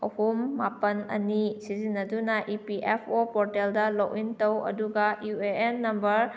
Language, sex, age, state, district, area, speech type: Manipuri, female, 30-45, Manipur, Kakching, rural, read